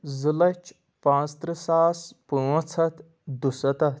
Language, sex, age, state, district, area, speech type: Kashmiri, male, 30-45, Jammu and Kashmir, Anantnag, rural, spontaneous